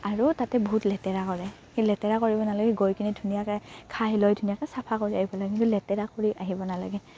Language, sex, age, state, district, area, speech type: Assamese, female, 18-30, Assam, Udalguri, rural, spontaneous